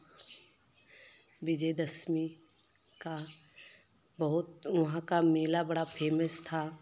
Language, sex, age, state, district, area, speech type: Hindi, female, 30-45, Uttar Pradesh, Jaunpur, urban, spontaneous